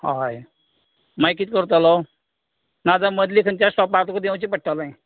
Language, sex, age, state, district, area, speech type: Goan Konkani, male, 45-60, Goa, Canacona, rural, conversation